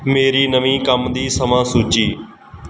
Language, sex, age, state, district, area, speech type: Punjabi, male, 18-30, Punjab, Kapurthala, rural, read